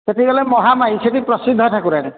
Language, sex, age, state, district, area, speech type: Odia, male, 45-60, Odisha, Nayagarh, rural, conversation